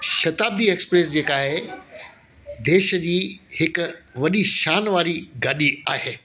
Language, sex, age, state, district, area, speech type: Sindhi, male, 60+, Delhi, South Delhi, urban, spontaneous